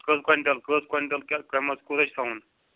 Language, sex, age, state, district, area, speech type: Kashmiri, male, 18-30, Jammu and Kashmir, Pulwama, rural, conversation